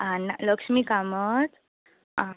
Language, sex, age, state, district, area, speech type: Goan Konkani, female, 18-30, Goa, Bardez, rural, conversation